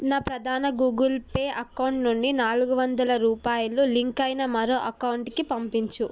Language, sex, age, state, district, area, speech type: Telugu, female, 18-30, Telangana, Mahbubnagar, urban, read